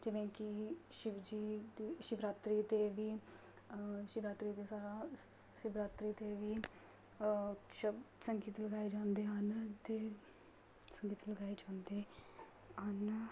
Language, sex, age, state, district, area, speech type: Punjabi, female, 18-30, Punjab, Mohali, rural, spontaneous